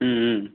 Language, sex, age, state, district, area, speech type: Bengali, male, 18-30, West Bengal, Purulia, urban, conversation